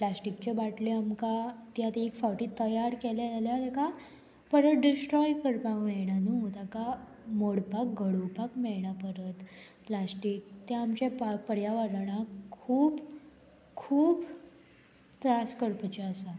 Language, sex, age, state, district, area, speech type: Goan Konkani, female, 18-30, Goa, Murmgao, rural, spontaneous